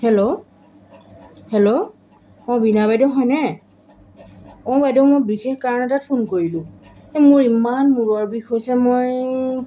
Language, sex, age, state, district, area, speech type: Assamese, female, 30-45, Assam, Golaghat, rural, spontaneous